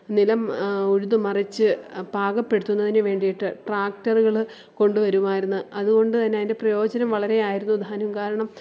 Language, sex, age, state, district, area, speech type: Malayalam, female, 30-45, Kerala, Kollam, rural, spontaneous